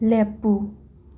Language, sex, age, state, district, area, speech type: Manipuri, female, 30-45, Manipur, Imphal West, urban, read